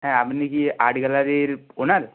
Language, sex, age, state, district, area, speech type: Bengali, male, 30-45, West Bengal, Purba Medinipur, rural, conversation